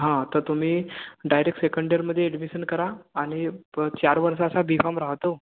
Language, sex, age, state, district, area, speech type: Marathi, male, 18-30, Maharashtra, Gondia, rural, conversation